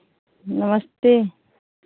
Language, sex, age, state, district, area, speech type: Hindi, female, 45-60, Uttar Pradesh, Pratapgarh, rural, conversation